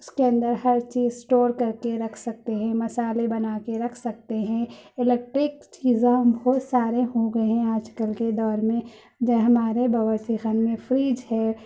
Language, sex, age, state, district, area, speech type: Urdu, female, 30-45, Telangana, Hyderabad, urban, spontaneous